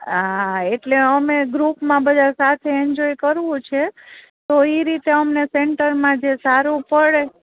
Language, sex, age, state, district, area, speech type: Gujarati, female, 45-60, Gujarat, Junagadh, rural, conversation